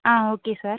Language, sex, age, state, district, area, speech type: Tamil, female, 30-45, Tamil Nadu, Pudukkottai, rural, conversation